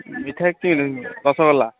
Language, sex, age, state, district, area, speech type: Odia, male, 45-60, Odisha, Gajapati, rural, conversation